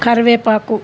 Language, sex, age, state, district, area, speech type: Telugu, female, 60+, Telangana, Hyderabad, urban, spontaneous